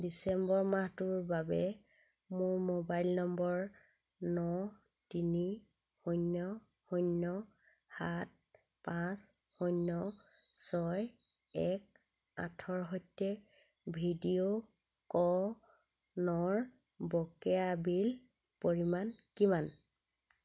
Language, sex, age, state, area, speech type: Assamese, female, 45-60, Assam, rural, read